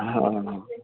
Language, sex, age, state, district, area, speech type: Sindhi, male, 60+, Uttar Pradesh, Lucknow, rural, conversation